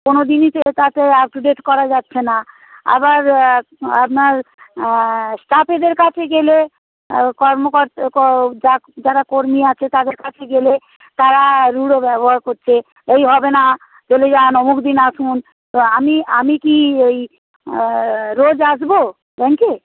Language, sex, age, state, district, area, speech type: Bengali, female, 45-60, West Bengal, Hooghly, rural, conversation